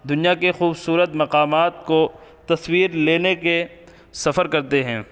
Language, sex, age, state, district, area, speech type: Urdu, male, 18-30, Uttar Pradesh, Saharanpur, urban, spontaneous